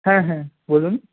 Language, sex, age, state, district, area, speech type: Bengali, male, 18-30, West Bengal, Purba Medinipur, rural, conversation